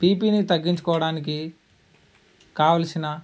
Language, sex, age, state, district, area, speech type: Telugu, male, 18-30, Andhra Pradesh, Alluri Sitarama Raju, rural, spontaneous